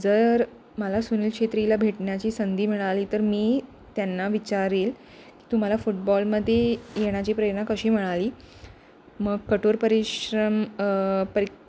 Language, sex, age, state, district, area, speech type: Marathi, female, 18-30, Maharashtra, Pune, urban, spontaneous